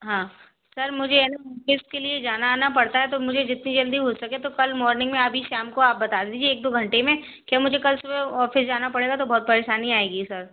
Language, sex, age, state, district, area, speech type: Hindi, female, 30-45, Madhya Pradesh, Gwalior, rural, conversation